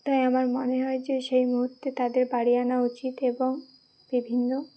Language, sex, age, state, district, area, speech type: Bengali, female, 18-30, West Bengal, Uttar Dinajpur, urban, spontaneous